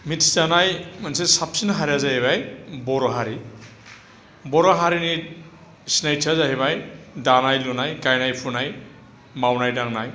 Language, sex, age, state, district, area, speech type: Bodo, male, 45-60, Assam, Chirang, urban, spontaneous